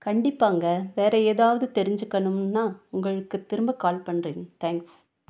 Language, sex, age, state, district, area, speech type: Tamil, female, 45-60, Tamil Nadu, Nilgiris, urban, read